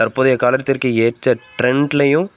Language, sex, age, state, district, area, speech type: Tamil, male, 18-30, Tamil Nadu, Tenkasi, rural, spontaneous